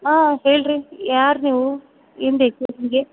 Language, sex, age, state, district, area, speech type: Kannada, female, 30-45, Karnataka, Bellary, rural, conversation